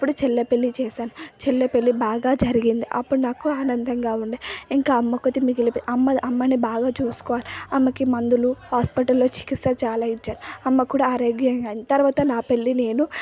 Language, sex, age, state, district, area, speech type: Telugu, female, 18-30, Telangana, Hyderabad, urban, spontaneous